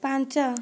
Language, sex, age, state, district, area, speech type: Odia, female, 18-30, Odisha, Kandhamal, rural, read